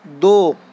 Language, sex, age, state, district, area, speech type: Urdu, male, 30-45, Delhi, Central Delhi, urban, read